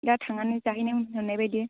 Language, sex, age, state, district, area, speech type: Bodo, female, 18-30, Assam, Chirang, rural, conversation